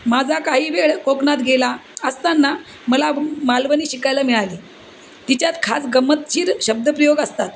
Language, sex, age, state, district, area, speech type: Marathi, female, 45-60, Maharashtra, Jalna, urban, spontaneous